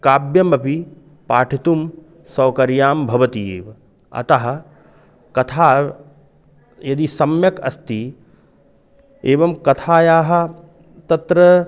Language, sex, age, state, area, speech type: Sanskrit, male, 30-45, Uttar Pradesh, urban, spontaneous